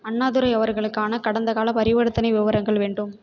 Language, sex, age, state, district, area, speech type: Tamil, female, 18-30, Tamil Nadu, Tiruvarur, rural, read